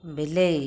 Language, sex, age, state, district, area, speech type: Odia, female, 60+, Odisha, Jajpur, rural, read